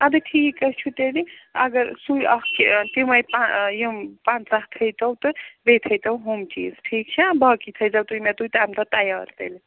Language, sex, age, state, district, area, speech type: Kashmiri, female, 60+, Jammu and Kashmir, Srinagar, urban, conversation